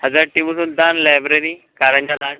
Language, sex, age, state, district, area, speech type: Marathi, male, 18-30, Maharashtra, Washim, rural, conversation